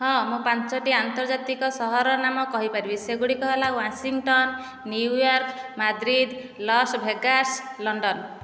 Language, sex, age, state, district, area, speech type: Odia, female, 30-45, Odisha, Nayagarh, rural, spontaneous